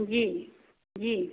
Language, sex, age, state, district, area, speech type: Hindi, female, 45-60, Uttar Pradesh, Azamgarh, rural, conversation